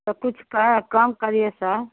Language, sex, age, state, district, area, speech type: Hindi, female, 45-60, Uttar Pradesh, Chandauli, urban, conversation